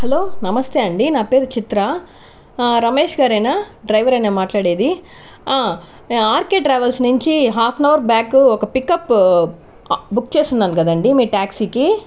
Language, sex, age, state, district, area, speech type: Telugu, other, 30-45, Andhra Pradesh, Chittoor, rural, spontaneous